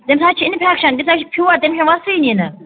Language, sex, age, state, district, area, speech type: Kashmiri, female, 30-45, Jammu and Kashmir, Budgam, rural, conversation